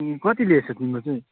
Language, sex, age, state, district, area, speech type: Nepali, male, 18-30, West Bengal, Darjeeling, urban, conversation